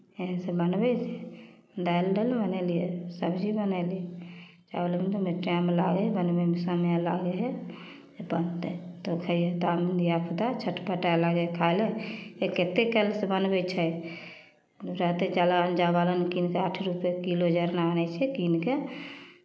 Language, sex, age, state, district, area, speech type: Maithili, female, 45-60, Bihar, Samastipur, rural, spontaneous